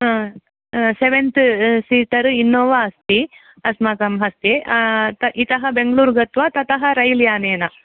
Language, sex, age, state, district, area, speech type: Sanskrit, female, 45-60, Karnataka, Dakshina Kannada, rural, conversation